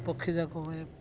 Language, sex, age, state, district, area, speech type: Odia, male, 18-30, Odisha, Nabarangpur, urban, spontaneous